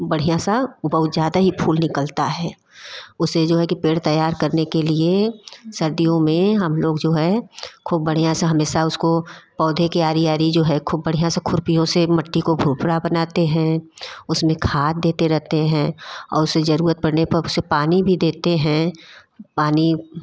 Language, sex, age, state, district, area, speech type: Hindi, female, 45-60, Uttar Pradesh, Varanasi, urban, spontaneous